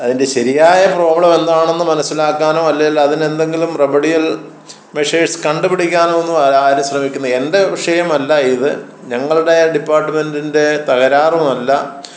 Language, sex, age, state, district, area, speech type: Malayalam, male, 60+, Kerala, Kottayam, rural, spontaneous